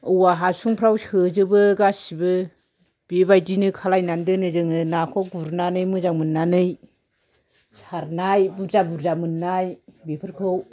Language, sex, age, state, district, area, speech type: Bodo, female, 60+, Assam, Kokrajhar, urban, spontaneous